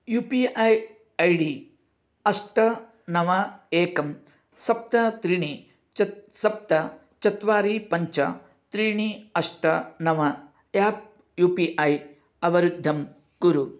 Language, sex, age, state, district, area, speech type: Sanskrit, male, 45-60, Karnataka, Dharwad, urban, read